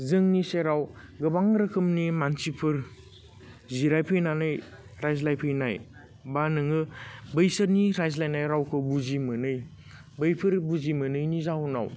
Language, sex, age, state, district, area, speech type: Bodo, male, 30-45, Assam, Baksa, urban, spontaneous